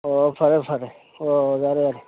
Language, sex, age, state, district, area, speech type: Manipuri, male, 60+, Manipur, Tengnoupal, rural, conversation